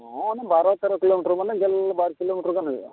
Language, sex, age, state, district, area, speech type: Santali, male, 45-60, Odisha, Mayurbhanj, rural, conversation